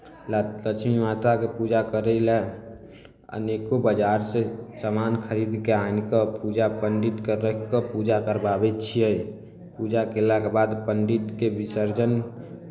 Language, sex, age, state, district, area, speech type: Maithili, male, 18-30, Bihar, Samastipur, rural, spontaneous